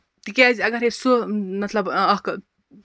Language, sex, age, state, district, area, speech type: Kashmiri, female, 30-45, Jammu and Kashmir, Baramulla, rural, spontaneous